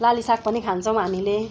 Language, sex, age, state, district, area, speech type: Nepali, female, 60+, West Bengal, Kalimpong, rural, spontaneous